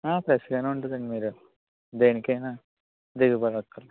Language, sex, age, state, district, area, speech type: Telugu, male, 30-45, Andhra Pradesh, Eluru, rural, conversation